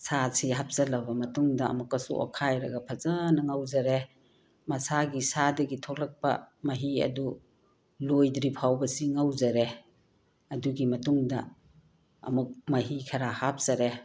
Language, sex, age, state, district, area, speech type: Manipuri, female, 60+, Manipur, Tengnoupal, rural, spontaneous